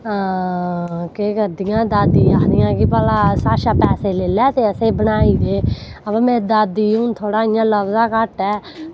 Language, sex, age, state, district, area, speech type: Dogri, female, 18-30, Jammu and Kashmir, Samba, rural, spontaneous